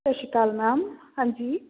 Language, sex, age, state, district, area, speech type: Punjabi, female, 18-30, Punjab, Patiala, rural, conversation